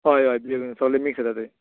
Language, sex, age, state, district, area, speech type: Goan Konkani, male, 18-30, Goa, Tiswadi, rural, conversation